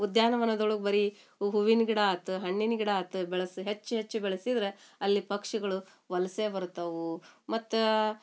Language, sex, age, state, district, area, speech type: Kannada, female, 45-60, Karnataka, Gadag, rural, spontaneous